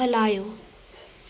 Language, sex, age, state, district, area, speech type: Sindhi, female, 18-30, Delhi, South Delhi, urban, read